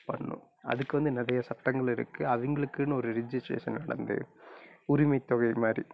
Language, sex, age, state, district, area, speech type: Tamil, male, 18-30, Tamil Nadu, Coimbatore, rural, spontaneous